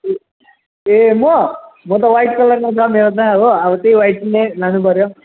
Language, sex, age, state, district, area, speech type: Nepali, male, 18-30, West Bengal, Alipurduar, urban, conversation